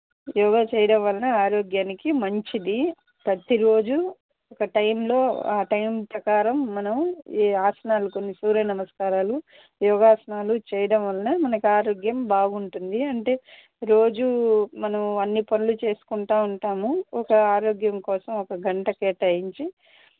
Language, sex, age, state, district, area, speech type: Telugu, female, 45-60, Andhra Pradesh, Nellore, urban, conversation